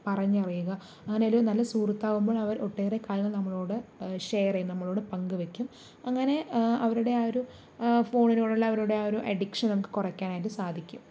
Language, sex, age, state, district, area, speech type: Malayalam, female, 30-45, Kerala, Palakkad, rural, spontaneous